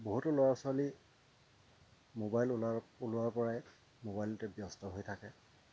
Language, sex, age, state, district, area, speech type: Assamese, male, 30-45, Assam, Dhemaji, rural, spontaneous